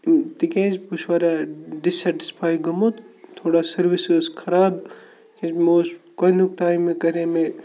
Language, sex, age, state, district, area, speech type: Kashmiri, male, 18-30, Jammu and Kashmir, Kupwara, rural, spontaneous